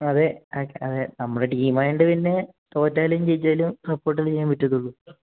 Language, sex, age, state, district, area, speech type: Malayalam, male, 18-30, Kerala, Idukki, rural, conversation